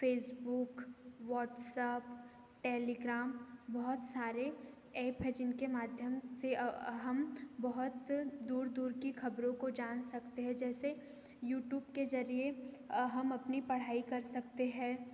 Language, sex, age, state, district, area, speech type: Hindi, female, 18-30, Madhya Pradesh, Betul, urban, spontaneous